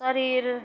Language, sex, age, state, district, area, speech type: Nepali, female, 45-60, West Bengal, Jalpaiguri, urban, spontaneous